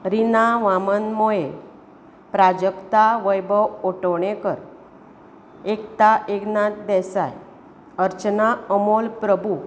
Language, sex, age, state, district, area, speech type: Goan Konkani, female, 45-60, Goa, Bardez, urban, spontaneous